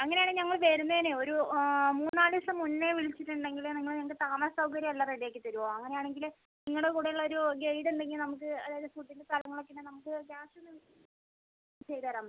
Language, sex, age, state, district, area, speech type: Malayalam, female, 60+, Kerala, Kozhikode, urban, conversation